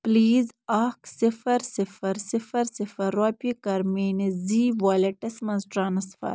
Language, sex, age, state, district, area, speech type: Kashmiri, female, 18-30, Jammu and Kashmir, Ganderbal, rural, read